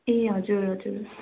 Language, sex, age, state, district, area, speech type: Nepali, female, 18-30, West Bengal, Darjeeling, rural, conversation